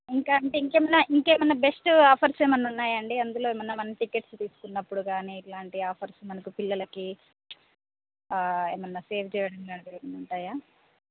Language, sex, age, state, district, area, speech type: Telugu, female, 30-45, Telangana, Hanamkonda, urban, conversation